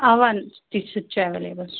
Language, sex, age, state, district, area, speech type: Kashmiri, female, 30-45, Jammu and Kashmir, Shopian, rural, conversation